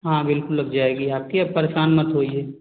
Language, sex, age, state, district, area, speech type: Hindi, male, 30-45, Uttar Pradesh, Azamgarh, rural, conversation